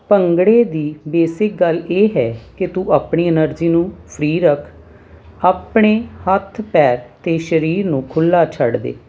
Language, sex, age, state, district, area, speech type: Punjabi, female, 45-60, Punjab, Hoshiarpur, urban, spontaneous